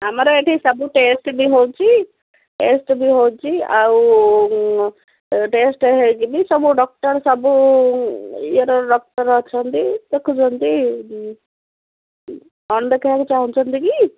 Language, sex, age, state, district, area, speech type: Odia, female, 60+, Odisha, Jharsuguda, rural, conversation